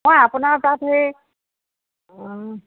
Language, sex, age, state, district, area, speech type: Assamese, female, 60+, Assam, Golaghat, urban, conversation